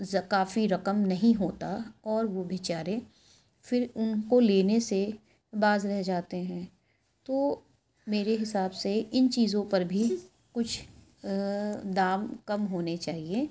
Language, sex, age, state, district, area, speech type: Urdu, female, 18-30, Uttar Pradesh, Lucknow, rural, spontaneous